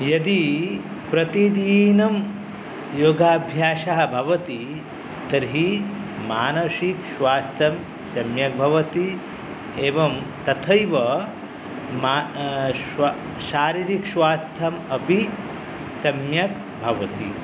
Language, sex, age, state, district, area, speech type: Sanskrit, male, 30-45, West Bengal, North 24 Parganas, urban, spontaneous